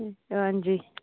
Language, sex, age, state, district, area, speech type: Dogri, female, 18-30, Jammu and Kashmir, Samba, urban, conversation